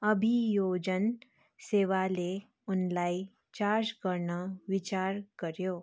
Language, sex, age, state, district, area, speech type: Nepali, female, 30-45, West Bengal, Darjeeling, rural, read